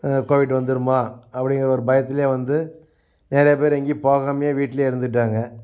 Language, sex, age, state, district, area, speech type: Tamil, male, 45-60, Tamil Nadu, Namakkal, rural, spontaneous